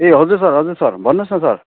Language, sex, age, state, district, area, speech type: Nepali, male, 45-60, West Bengal, Darjeeling, rural, conversation